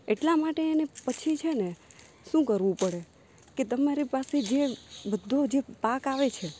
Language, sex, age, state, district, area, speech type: Gujarati, female, 30-45, Gujarat, Rajkot, rural, spontaneous